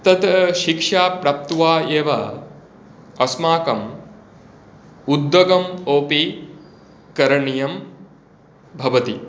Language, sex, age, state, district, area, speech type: Sanskrit, male, 45-60, West Bengal, Hooghly, rural, spontaneous